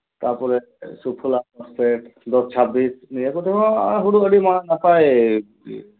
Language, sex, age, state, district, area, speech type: Santali, male, 30-45, West Bengal, Dakshin Dinajpur, rural, conversation